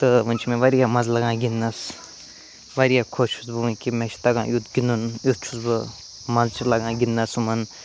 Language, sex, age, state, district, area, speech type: Kashmiri, male, 45-60, Jammu and Kashmir, Ganderbal, urban, spontaneous